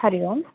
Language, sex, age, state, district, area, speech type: Sanskrit, female, 30-45, Karnataka, Bangalore Urban, urban, conversation